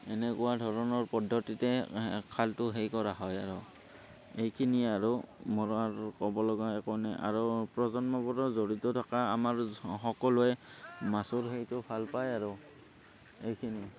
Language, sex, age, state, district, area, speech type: Assamese, male, 30-45, Assam, Barpeta, rural, spontaneous